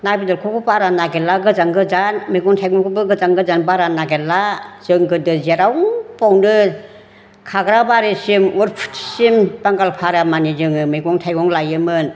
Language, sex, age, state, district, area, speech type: Bodo, female, 60+, Assam, Chirang, urban, spontaneous